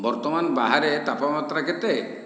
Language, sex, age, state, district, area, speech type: Odia, male, 60+, Odisha, Khordha, rural, read